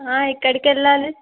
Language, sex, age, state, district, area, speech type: Telugu, female, 18-30, Telangana, Ranga Reddy, urban, conversation